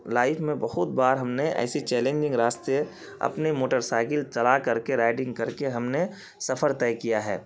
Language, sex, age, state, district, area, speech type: Urdu, male, 30-45, Bihar, Khagaria, rural, spontaneous